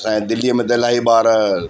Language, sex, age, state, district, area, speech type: Sindhi, male, 45-60, Delhi, South Delhi, urban, spontaneous